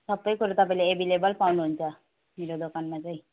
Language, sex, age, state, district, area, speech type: Nepali, female, 45-60, West Bengal, Jalpaiguri, urban, conversation